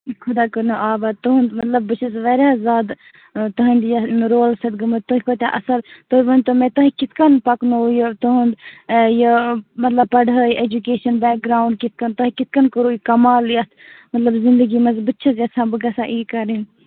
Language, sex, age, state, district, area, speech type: Kashmiri, female, 30-45, Jammu and Kashmir, Baramulla, rural, conversation